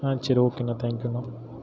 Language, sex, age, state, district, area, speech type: Tamil, male, 18-30, Tamil Nadu, Erode, rural, spontaneous